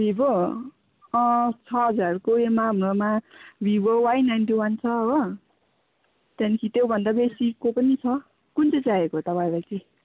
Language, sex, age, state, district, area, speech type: Nepali, female, 18-30, West Bengal, Kalimpong, rural, conversation